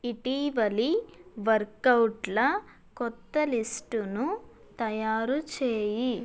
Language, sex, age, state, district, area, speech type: Telugu, female, 18-30, Andhra Pradesh, West Godavari, rural, read